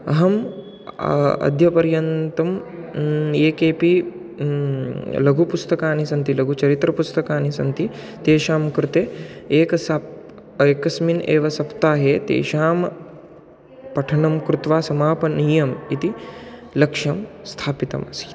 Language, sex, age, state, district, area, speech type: Sanskrit, male, 18-30, Maharashtra, Satara, rural, spontaneous